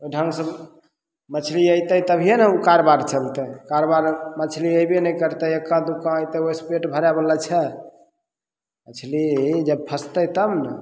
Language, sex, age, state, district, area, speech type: Maithili, male, 45-60, Bihar, Begusarai, rural, spontaneous